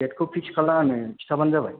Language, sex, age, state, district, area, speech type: Bodo, male, 30-45, Assam, Chirang, urban, conversation